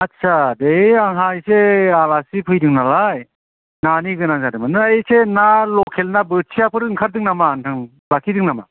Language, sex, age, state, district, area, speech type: Bodo, male, 45-60, Assam, Kokrajhar, rural, conversation